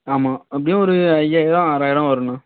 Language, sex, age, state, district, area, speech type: Tamil, male, 18-30, Tamil Nadu, Thoothukudi, rural, conversation